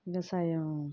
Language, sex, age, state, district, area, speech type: Tamil, female, 30-45, Tamil Nadu, Kallakurichi, rural, spontaneous